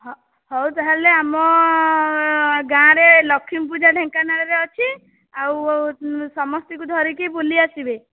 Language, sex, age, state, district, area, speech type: Odia, female, 18-30, Odisha, Dhenkanal, rural, conversation